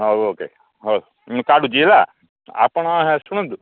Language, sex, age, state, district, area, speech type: Odia, male, 45-60, Odisha, Koraput, rural, conversation